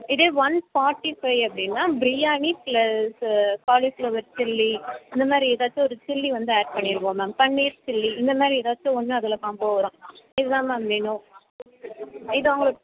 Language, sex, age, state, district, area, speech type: Tamil, female, 18-30, Tamil Nadu, Perambalur, rural, conversation